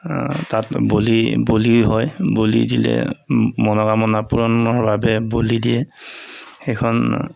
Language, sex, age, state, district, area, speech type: Assamese, male, 45-60, Assam, Darrang, rural, spontaneous